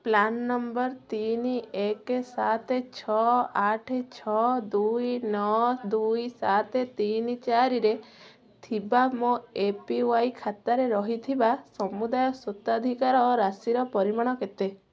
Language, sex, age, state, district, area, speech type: Odia, female, 18-30, Odisha, Kendujhar, urban, read